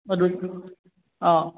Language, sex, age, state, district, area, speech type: Assamese, male, 18-30, Assam, Charaideo, urban, conversation